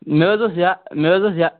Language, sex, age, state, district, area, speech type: Kashmiri, male, 18-30, Jammu and Kashmir, Baramulla, rural, conversation